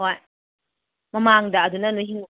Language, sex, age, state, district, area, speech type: Manipuri, female, 18-30, Manipur, Kakching, rural, conversation